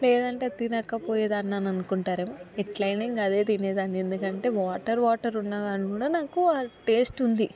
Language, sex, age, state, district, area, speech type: Telugu, female, 18-30, Telangana, Hyderabad, urban, spontaneous